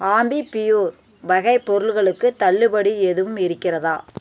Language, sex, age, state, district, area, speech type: Tamil, female, 45-60, Tamil Nadu, Namakkal, rural, read